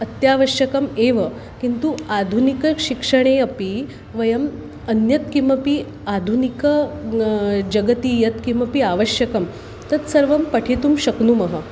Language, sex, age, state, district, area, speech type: Sanskrit, female, 30-45, Maharashtra, Nagpur, urban, spontaneous